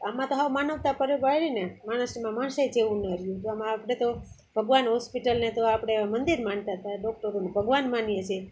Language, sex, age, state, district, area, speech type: Gujarati, female, 60+, Gujarat, Junagadh, rural, spontaneous